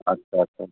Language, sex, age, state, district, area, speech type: Bodo, male, 30-45, Assam, Udalguri, urban, conversation